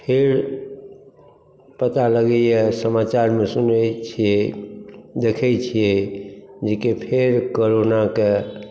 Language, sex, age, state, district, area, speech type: Maithili, male, 60+, Bihar, Madhubani, urban, spontaneous